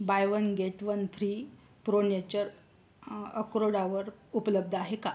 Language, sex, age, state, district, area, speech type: Marathi, female, 45-60, Maharashtra, Yavatmal, rural, read